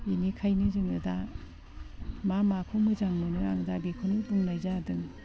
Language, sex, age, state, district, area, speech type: Bodo, female, 60+, Assam, Udalguri, rural, spontaneous